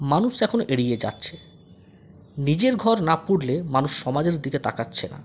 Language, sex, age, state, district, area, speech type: Bengali, male, 18-30, West Bengal, Purulia, rural, spontaneous